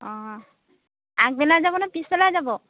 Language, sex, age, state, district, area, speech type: Assamese, female, 18-30, Assam, Lakhimpur, rural, conversation